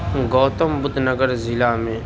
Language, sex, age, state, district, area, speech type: Urdu, male, 30-45, Uttar Pradesh, Gautam Buddha Nagar, urban, spontaneous